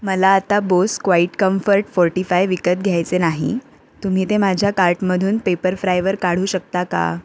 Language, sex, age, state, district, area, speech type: Marathi, female, 18-30, Maharashtra, Ratnagiri, urban, read